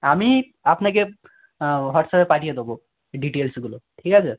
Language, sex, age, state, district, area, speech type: Bengali, male, 18-30, West Bengal, South 24 Parganas, rural, conversation